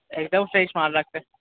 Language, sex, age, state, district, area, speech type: Hindi, male, 60+, Madhya Pradesh, Bhopal, urban, conversation